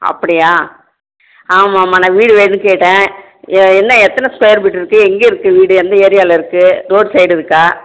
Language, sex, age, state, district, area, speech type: Tamil, female, 60+, Tamil Nadu, Krishnagiri, rural, conversation